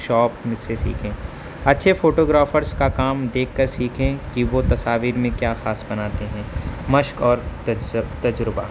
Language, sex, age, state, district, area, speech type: Urdu, male, 18-30, Uttar Pradesh, Azamgarh, rural, spontaneous